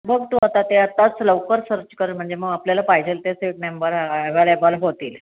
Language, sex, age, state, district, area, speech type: Marathi, female, 60+, Maharashtra, Nashik, urban, conversation